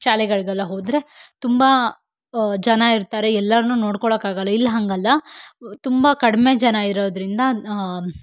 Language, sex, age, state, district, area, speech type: Kannada, female, 18-30, Karnataka, Shimoga, rural, spontaneous